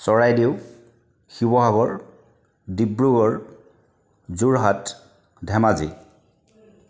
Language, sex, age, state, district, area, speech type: Assamese, male, 45-60, Assam, Charaideo, urban, spontaneous